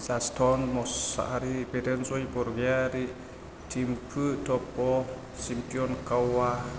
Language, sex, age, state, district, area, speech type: Bodo, male, 30-45, Assam, Chirang, rural, spontaneous